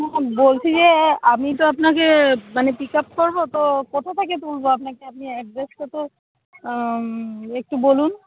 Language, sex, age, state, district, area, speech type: Bengali, female, 45-60, West Bengal, Darjeeling, urban, conversation